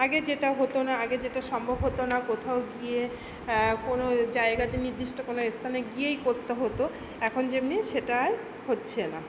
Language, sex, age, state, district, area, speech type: Bengali, female, 60+, West Bengal, Purba Bardhaman, urban, spontaneous